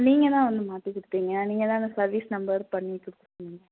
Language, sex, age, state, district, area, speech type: Tamil, female, 18-30, Tamil Nadu, Madurai, urban, conversation